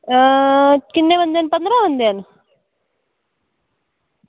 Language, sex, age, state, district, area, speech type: Dogri, female, 18-30, Jammu and Kashmir, Samba, rural, conversation